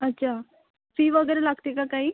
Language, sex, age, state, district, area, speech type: Marathi, female, 18-30, Maharashtra, Akola, rural, conversation